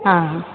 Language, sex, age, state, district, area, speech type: Sindhi, female, 45-60, Maharashtra, Mumbai Suburban, urban, conversation